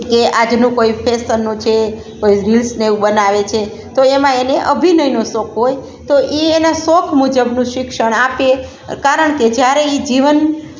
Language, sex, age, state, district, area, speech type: Gujarati, female, 45-60, Gujarat, Rajkot, rural, spontaneous